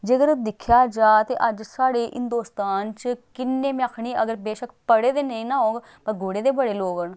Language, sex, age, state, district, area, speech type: Dogri, female, 30-45, Jammu and Kashmir, Samba, rural, spontaneous